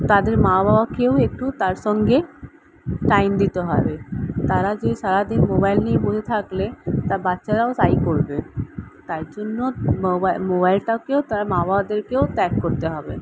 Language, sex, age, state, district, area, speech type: Bengali, female, 30-45, West Bengal, Kolkata, urban, spontaneous